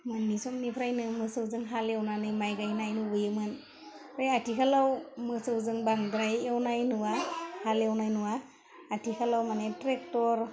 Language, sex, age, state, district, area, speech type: Bodo, female, 30-45, Assam, Udalguri, rural, spontaneous